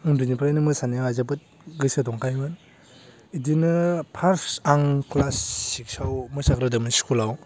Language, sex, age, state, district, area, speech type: Bodo, male, 18-30, Assam, Baksa, rural, spontaneous